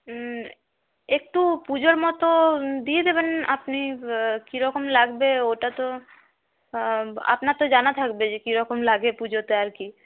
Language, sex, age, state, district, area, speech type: Bengali, female, 18-30, West Bengal, Paschim Bardhaman, urban, conversation